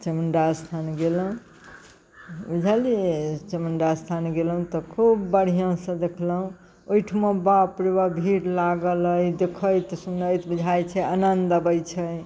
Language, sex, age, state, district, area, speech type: Maithili, female, 45-60, Bihar, Muzaffarpur, rural, spontaneous